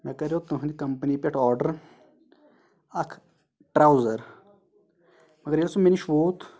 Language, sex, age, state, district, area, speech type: Kashmiri, male, 18-30, Jammu and Kashmir, Shopian, urban, spontaneous